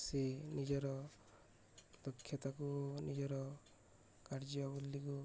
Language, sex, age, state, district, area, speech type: Odia, male, 18-30, Odisha, Subarnapur, urban, spontaneous